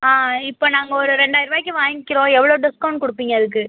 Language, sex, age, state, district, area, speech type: Tamil, female, 18-30, Tamil Nadu, Tiruvarur, rural, conversation